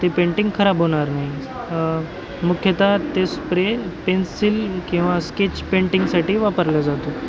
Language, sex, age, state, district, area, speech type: Marathi, male, 18-30, Maharashtra, Nanded, rural, spontaneous